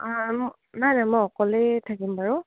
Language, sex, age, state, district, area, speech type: Assamese, female, 18-30, Assam, Dibrugarh, rural, conversation